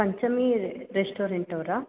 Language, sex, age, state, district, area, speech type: Kannada, female, 30-45, Karnataka, Chikkaballapur, rural, conversation